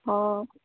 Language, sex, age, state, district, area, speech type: Odia, female, 18-30, Odisha, Ganjam, urban, conversation